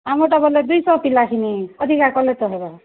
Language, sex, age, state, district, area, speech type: Odia, female, 30-45, Odisha, Kalahandi, rural, conversation